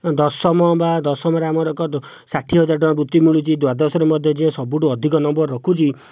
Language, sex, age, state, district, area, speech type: Odia, male, 45-60, Odisha, Jajpur, rural, spontaneous